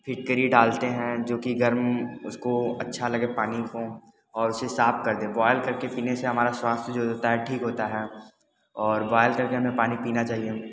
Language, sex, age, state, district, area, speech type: Hindi, male, 18-30, Uttar Pradesh, Mirzapur, urban, spontaneous